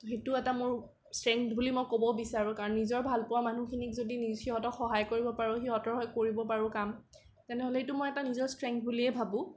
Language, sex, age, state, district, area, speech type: Assamese, female, 18-30, Assam, Kamrup Metropolitan, urban, spontaneous